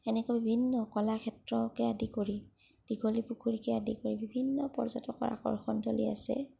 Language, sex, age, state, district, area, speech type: Assamese, female, 30-45, Assam, Kamrup Metropolitan, rural, spontaneous